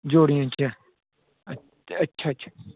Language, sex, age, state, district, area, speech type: Dogri, male, 18-30, Jammu and Kashmir, Jammu, rural, conversation